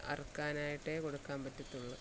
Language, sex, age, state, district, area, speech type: Malayalam, female, 45-60, Kerala, Alappuzha, rural, spontaneous